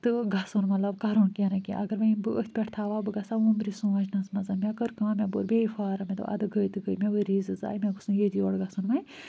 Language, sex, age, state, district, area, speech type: Kashmiri, female, 30-45, Jammu and Kashmir, Kulgam, rural, spontaneous